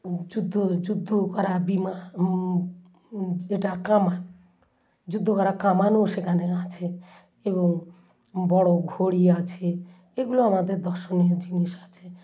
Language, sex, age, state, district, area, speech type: Bengali, female, 60+, West Bengal, South 24 Parganas, rural, spontaneous